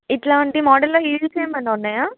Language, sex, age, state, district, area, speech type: Telugu, female, 18-30, Telangana, Adilabad, urban, conversation